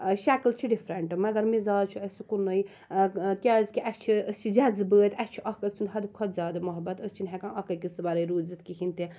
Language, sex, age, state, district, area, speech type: Kashmiri, female, 30-45, Jammu and Kashmir, Srinagar, rural, spontaneous